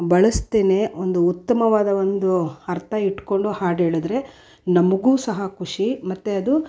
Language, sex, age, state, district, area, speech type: Kannada, female, 45-60, Karnataka, Mysore, urban, spontaneous